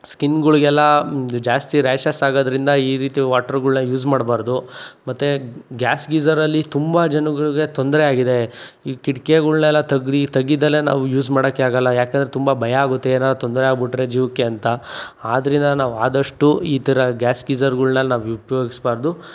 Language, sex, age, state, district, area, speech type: Kannada, male, 45-60, Karnataka, Chikkaballapur, urban, spontaneous